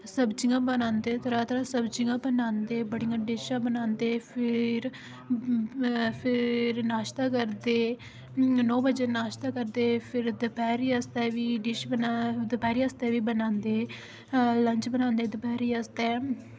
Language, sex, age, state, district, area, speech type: Dogri, female, 18-30, Jammu and Kashmir, Udhampur, rural, spontaneous